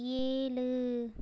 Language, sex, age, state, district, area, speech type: Tamil, female, 18-30, Tamil Nadu, Ariyalur, rural, read